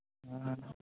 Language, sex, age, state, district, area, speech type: Maithili, male, 60+, Bihar, Saharsa, urban, conversation